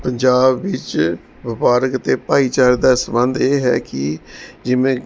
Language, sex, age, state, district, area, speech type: Punjabi, male, 45-60, Punjab, Mohali, urban, spontaneous